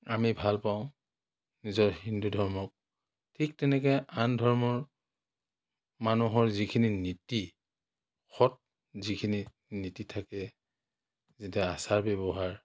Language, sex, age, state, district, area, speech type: Assamese, male, 60+, Assam, Biswanath, rural, spontaneous